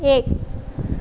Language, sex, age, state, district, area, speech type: Gujarati, female, 18-30, Gujarat, Valsad, rural, read